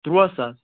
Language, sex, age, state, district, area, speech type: Kashmiri, male, 45-60, Jammu and Kashmir, Budgam, rural, conversation